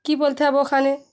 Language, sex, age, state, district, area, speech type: Bengali, female, 45-60, West Bengal, Dakshin Dinajpur, urban, spontaneous